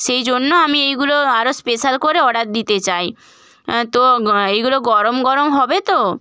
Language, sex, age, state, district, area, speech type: Bengali, female, 18-30, West Bengal, Bankura, urban, spontaneous